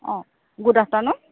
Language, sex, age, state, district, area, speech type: Assamese, female, 45-60, Assam, Golaghat, rural, conversation